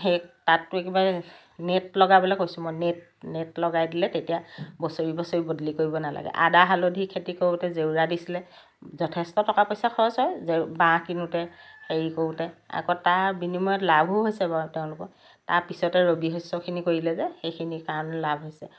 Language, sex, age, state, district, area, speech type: Assamese, female, 60+, Assam, Lakhimpur, urban, spontaneous